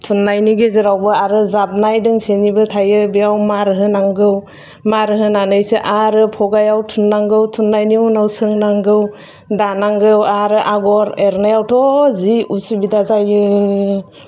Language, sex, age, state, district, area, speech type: Bodo, female, 30-45, Assam, Udalguri, urban, spontaneous